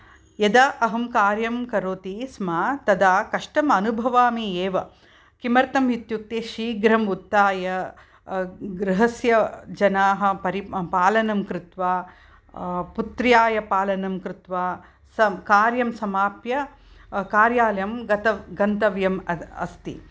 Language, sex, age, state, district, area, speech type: Sanskrit, female, 60+, Karnataka, Mysore, urban, spontaneous